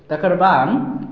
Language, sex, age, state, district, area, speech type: Maithili, male, 18-30, Bihar, Samastipur, rural, spontaneous